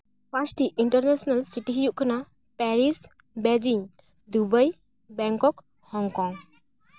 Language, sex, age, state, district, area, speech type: Santali, female, 18-30, West Bengal, Paschim Bardhaman, rural, spontaneous